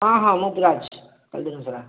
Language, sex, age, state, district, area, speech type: Odia, male, 45-60, Odisha, Bhadrak, rural, conversation